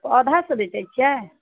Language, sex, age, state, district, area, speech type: Maithili, female, 60+, Bihar, Muzaffarpur, urban, conversation